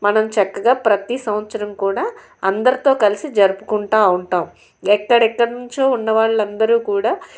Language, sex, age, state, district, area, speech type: Telugu, female, 30-45, Andhra Pradesh, Anakapalli, urban, spontaneous